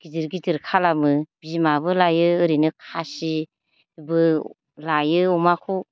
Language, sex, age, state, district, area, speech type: Bodo, female, 45-60, Assam, Baksa, rural, spontaneous